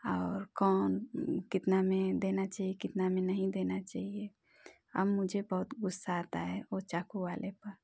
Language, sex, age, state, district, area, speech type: Hindi, female, 30-45, Uttar Pradesh, Ghazipur, rural, spontaneous